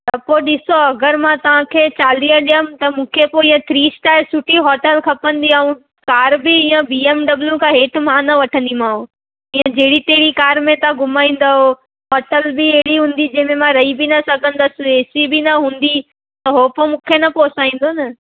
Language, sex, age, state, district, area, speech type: Sindhi, female, 18-30, Gujarat, Surat, urban, conversation